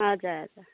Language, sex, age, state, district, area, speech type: Nepali, female, 30-45, West Bengal, Kalimpong, rural, conversation